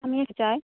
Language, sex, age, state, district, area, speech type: Bengali, female, 18-30, West Bengal, Jhargram, rural, conversation